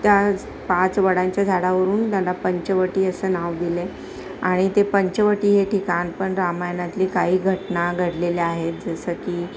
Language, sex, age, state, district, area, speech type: Marathi, female, 45-60, Maharashtra, Palghar, urban, spontaneous